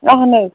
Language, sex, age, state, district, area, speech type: Kashmiri, female, 30-45, Jammu and Kashmir, Srinagar, urban, conversation